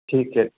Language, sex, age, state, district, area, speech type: Punjabi, male, 45-60, Punjab, Tarn Taran, rural, conversation